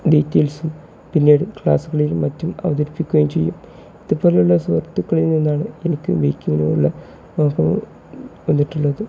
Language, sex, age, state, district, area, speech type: Malayalam, male, 18-30, Kerala, Kozhikode, rural, spontaneous